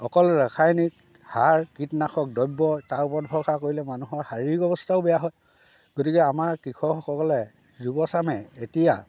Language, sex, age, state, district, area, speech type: Assamese, male, 60+, Assam, Dhemaji, rural, spontaneous